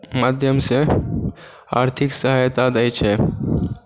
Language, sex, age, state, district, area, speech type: Maithili, male, 18-30, Bihar, Supaul, rural, spontaneous